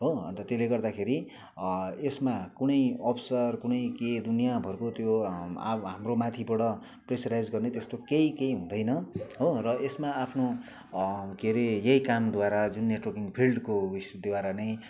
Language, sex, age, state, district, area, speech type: Nepali, male, 30-45, West Bengal, Kalimpong, rural, spontaneous